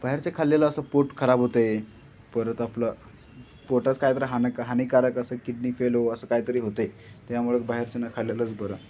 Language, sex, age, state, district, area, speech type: Marathi, male, 18-30, Maharashtra, Sangli, urban, spontaneous